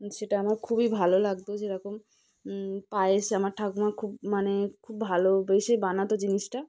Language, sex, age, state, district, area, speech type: Bengali, female, 30-45, West Bengal, South 24 Parganas, rural, spontaneous